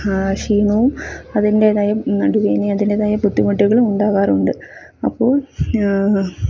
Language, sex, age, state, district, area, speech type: Malayalam, female, 30-45, Kerala, Palakkad, rural, spontaneous